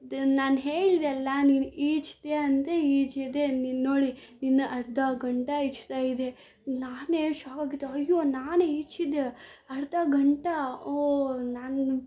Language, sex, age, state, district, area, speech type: Kannada, female, 18-30, Karnataka, Bangalore Rural, urban, spontaneous